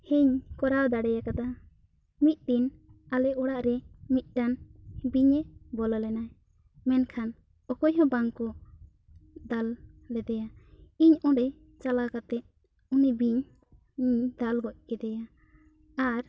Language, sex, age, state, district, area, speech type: Santali, female, 18-30, West Bengal, Bankura, rural, spontaneous